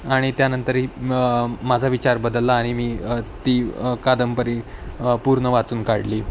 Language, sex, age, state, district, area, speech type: Marathi, male, 18-30, Maharashtra, Nanded, rural, spontaneous